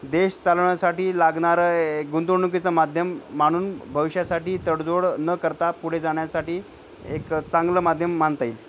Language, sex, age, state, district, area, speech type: Marathi, male, 45-60, Maharashtra, Nanded, rural, spontaneous